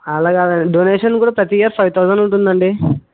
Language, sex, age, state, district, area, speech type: Telugu, male, 30-45, Andhra Pradesh, Kadapa, rural, conversation